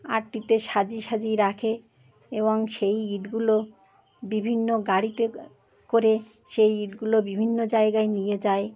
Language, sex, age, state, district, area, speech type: Bengali, female, 60+, West Bengal, Birbhum, urban, spontaneous